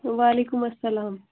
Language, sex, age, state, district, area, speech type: Kashmiri, female, 18-30, Jammu and Kashmir, Pulwama, rural, conversation